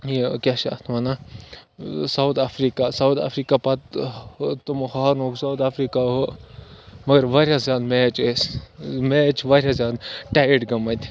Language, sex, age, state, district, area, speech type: Kashmiri, other, 18-30, Jammu and Kashmir, Kupwara, rural, spontaneous